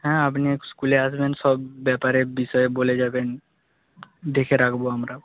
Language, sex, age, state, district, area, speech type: Bengali, male, 18-30, West Bengal, Nadia, rural, conversation